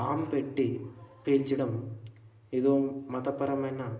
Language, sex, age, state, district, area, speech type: Telugu, male, 18-30, Telangana, Hanamkonda, rural, spontaneous